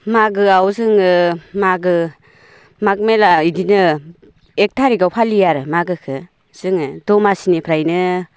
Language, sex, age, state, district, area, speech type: Bodo, female, 30-45, Assam, Baksa, rural, spontaneous